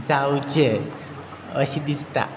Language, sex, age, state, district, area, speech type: Goan Konkani, male, 18-30, Goa, Quepem, rural, spontaneous